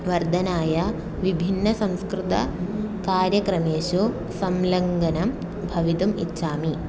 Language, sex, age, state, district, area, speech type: Sanskrit, female, 18-30, Kerala, Thrissur, urban, spontaneous